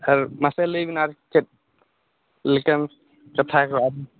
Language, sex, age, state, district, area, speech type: Santali, male, 18-30, Jharkhand, Seraikela Kharsawan, rural, conversation